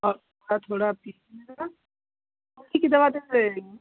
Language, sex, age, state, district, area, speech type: Hindi, female, 30-45, Uttar Pradesh, Mau, rural, conversation